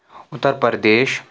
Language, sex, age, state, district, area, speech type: Kashmiri, male, 18-30, Jammu and Kashmir, Anantnag, rural, spontaneous